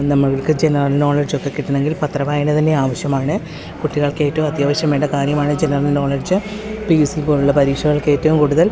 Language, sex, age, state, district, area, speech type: Malayalam, female, 30-45, Kerala, Pathanamthitta, rural, spontaneous